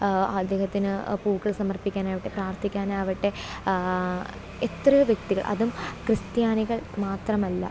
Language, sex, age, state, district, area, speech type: Malayalam, female, 18-30, Kerala, Alappuzha, rural, spontaneous